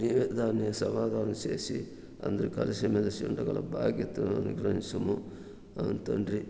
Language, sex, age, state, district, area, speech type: Telugu, male, 60+, Andhra Pradesh, Sri Balaji, rural, spontaneous